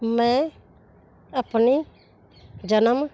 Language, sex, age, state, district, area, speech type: Punjabi, female, 45-60, Punjab, Muktsar, urban, read